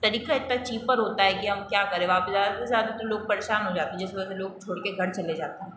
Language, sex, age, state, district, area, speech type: Hindi, female, 18-30, Rajasthan, Jodhpur, urban, spontaneous